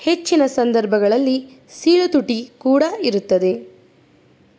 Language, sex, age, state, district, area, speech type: Kannada, female, 45-60, Karnataka, Davanagere, rural, read